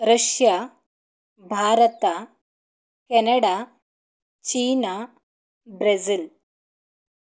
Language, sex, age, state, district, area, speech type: Kannada, female, 18-30, Karnataka, Davanagere, rural, spontaneous